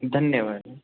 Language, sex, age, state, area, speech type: Sanskrit, male, 18-30, Rajasthan, rural, conversation